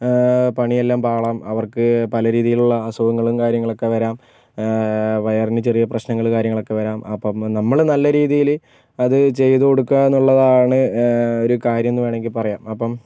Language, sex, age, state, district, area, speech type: Malayalam, male, 18-30, Kerala, Kozhikode, urban, spontaneous